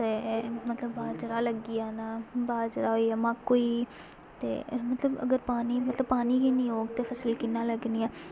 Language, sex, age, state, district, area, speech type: Dogri, female, 18-30, Jammu and Kashmir, Samba, rural, spontaneous